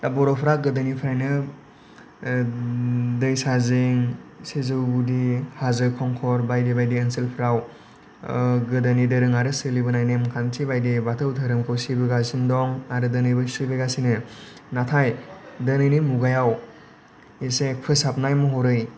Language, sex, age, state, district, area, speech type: Bodo, male, 18-30, Assam, Kokrajhar, rural, spontaneous